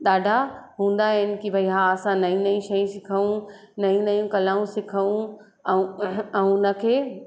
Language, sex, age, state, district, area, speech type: Sindhi, female, 30-45, Madhya Pradesh, Katni, urban, spontaneous